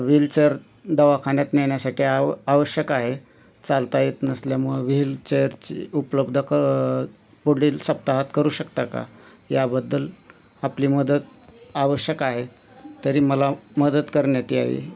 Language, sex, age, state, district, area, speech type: Marathi, male, 45-60, Maharashtra, Osmanabad, rural, spontaneous